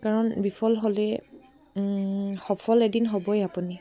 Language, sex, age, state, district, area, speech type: Assamese, female, 18-30, Assam, Dibrugarh, rural, spontaneous